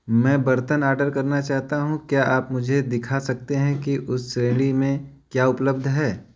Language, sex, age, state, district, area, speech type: Hindi, male, 30-45, Uttar Pradesh, Chandauli, rural, read